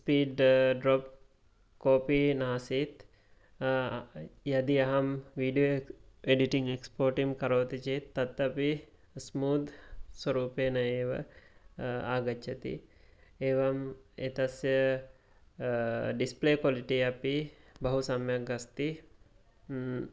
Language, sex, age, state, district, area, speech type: Sanskrit, male, 18-30, Karnataka, Mysore, rural, spontaneous